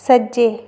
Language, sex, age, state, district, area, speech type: Dogri, female, 18-30, Jammu and Kashmir, Reasi, rural, read